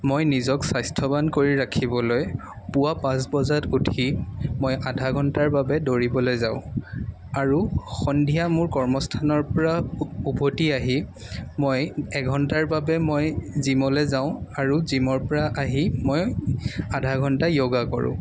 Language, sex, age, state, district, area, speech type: Assamese, male, 18-30, Assam, Jorhat, urban, spontaneous